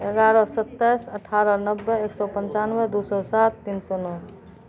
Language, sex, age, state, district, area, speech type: Maithili, female, 45-60, Bihar, Madhepura, rural, spontaneous